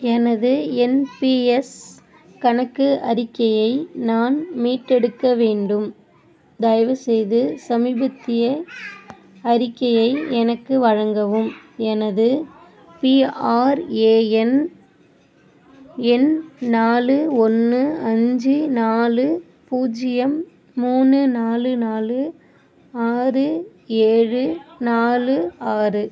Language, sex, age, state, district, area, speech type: Tamil, female, 18-30, Tamil Nadu, Ariyalur, rural, read